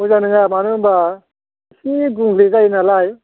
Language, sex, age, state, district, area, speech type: Bodo, male, 60+, Assam, Baksa, rural, conversation